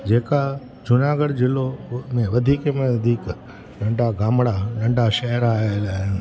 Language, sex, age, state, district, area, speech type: Sindhi, male, 60+, Gujarat, Junagadh, rural, spontaneous